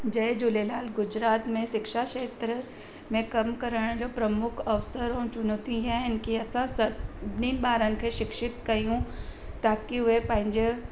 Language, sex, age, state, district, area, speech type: Sindhi, female, 45-60, Gujarat, Surat, urban, spontaneous